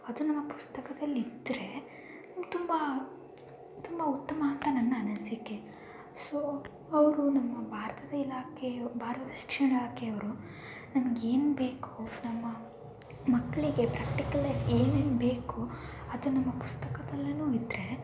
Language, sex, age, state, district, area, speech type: Kannada, female, 18-30, Karnataka, Tumkur, rural, spontaneous